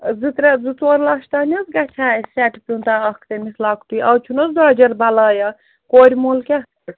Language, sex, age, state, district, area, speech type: Kashmiri, female, 30-45, Jammu and Kashmir, Srinagar, urban, conversation